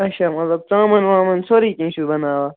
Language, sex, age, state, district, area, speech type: Kashmiri, male, 18-30, Jammu and Kashmir, Baramulla, rural, conversation